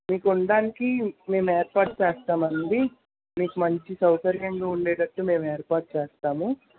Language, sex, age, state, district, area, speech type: Telugu, male, 45-60, Andhra Pradesh, Krishna, urban, conversation